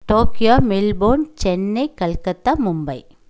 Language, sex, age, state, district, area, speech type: Tamil, female, 45-60, Tamil Nadu, Coimbatore, rural, spontaneous